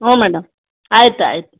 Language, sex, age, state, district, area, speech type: Kannada, female, 45-60, Karnataka, Chamarajanagar, rural, conversation